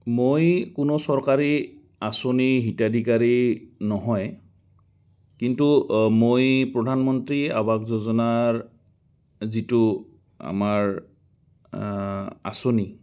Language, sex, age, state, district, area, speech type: Assamese, male, 45-60, Assam, Goalpara, rural, spontaneous